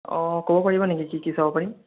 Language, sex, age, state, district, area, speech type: Assamese, male, 18-30, Assam, Sonitpur, rural, conversation